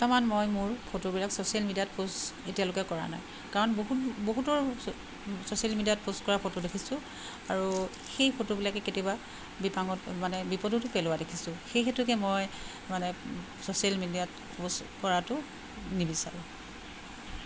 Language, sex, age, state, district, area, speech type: Assamese, female, 60+, Assam, Charaideo, urban, spontaneous